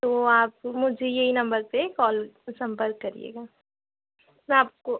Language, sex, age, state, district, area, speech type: Hindi, female, 18-30, Madhya Pradesh, Chhindwara, urban, conversation